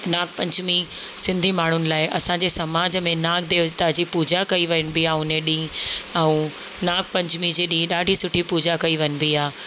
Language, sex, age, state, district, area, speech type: Sindhi, female, 30-45, Rajasthan, Ajmer, urban, spontaneous